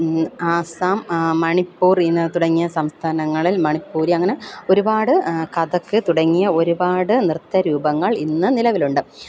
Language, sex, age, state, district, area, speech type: Malayalam, female, 30-45, Kerala, Thiruvananthapuram, urban, spontaneous